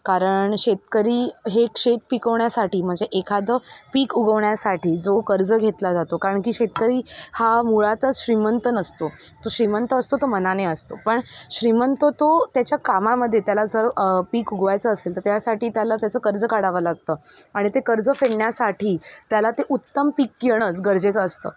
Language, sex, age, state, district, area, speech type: Marathi, female, 18-30, Maharashtra, Mumbai Suburban, urban, spontaneous